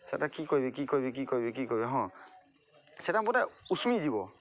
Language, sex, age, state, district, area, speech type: Odia, male, 30-45, Odisha, Mayurbhanj, rural, spontaneous